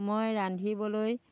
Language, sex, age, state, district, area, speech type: Assamese, female, 45-60, Assam, Dhemaji, rural, spontaneous